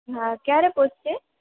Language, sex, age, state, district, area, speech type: Gujarati, female, 18-30, Gujarat, Junagadh, rural, conversation